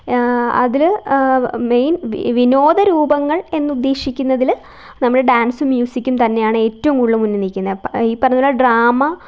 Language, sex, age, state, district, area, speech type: Malayalam, female, 18-30, Kerala, Alappuzha, rural, spontaneous